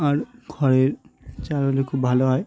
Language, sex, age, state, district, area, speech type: Bengali, male, 18-30, West Bengal, Uttar Dinajpur, urban, spontaneous